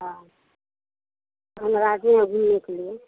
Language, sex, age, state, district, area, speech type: Hindi, female, 45-60, Bihar, Madhepura, rural, conversation